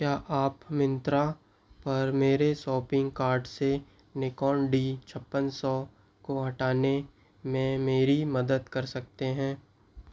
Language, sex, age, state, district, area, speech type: Hindi, male, 18-30, Madhya Pradesh, Seoni, rural, read